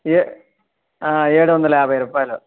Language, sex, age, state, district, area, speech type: Telugu, male, 60+, Andhra Pradesh, Sri Balaji, urban, conversation